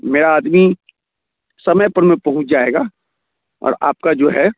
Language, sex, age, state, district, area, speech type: Hindi, male, 45-60, Bihar, Muzaffarpur, rural, conversation